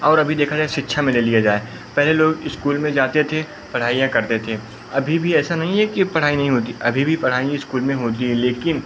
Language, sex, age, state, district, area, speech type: Hindi, male, 18-30, Uttar Pradesh, Pratapgarh, urban, spontaneous